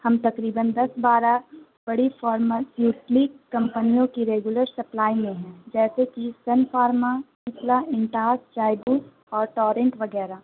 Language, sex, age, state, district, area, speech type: Urdu, female, 18-30, Bihar, Gaya, urban, conversation